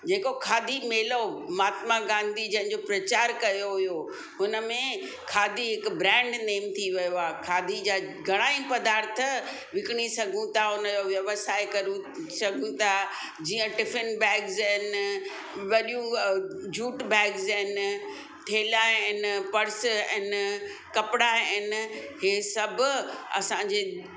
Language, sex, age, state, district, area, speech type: Sindhi, female, 60+, Maharashtra, Mumbai Suburban, urban, spontaneous